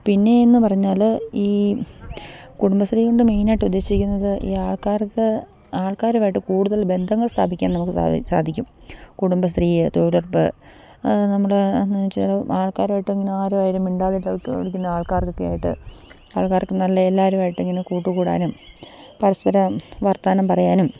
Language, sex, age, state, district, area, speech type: Malayalam, female, 45-60, Kerala, Idukki, rural, spontaneous